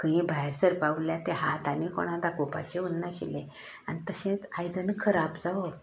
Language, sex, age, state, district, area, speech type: Goan Konkani, female, 60+, Goa, Canacona, rural, spontaneous